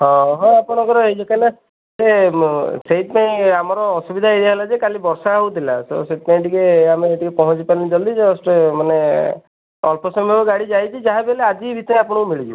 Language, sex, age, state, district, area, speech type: Odia, male, 30-45, Odisha, Jagatsinghpur, rural, conversation